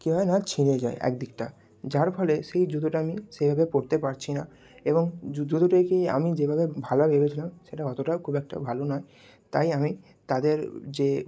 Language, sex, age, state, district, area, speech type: Bengali, male, 18-30, West Bengal, Bankura, urban, spontaneous